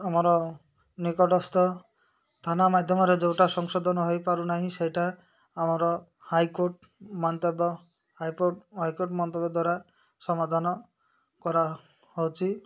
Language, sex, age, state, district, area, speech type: Odia, male, 30-45, Odisha, Malkangiri, urban, spontaneous